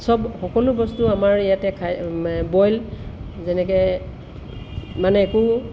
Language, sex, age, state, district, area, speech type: Assamese, female, 60+, Assam, Tinsukia, rural, spontaneous